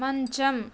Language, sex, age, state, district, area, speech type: Telugu, female, 30-45, Andhra Pradesh, Konaseema, rural, read